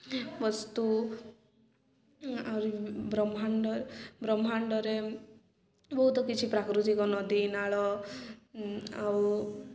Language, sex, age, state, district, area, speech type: Odia, female, 18-30, Odisha, Koraput, urban, spontaneous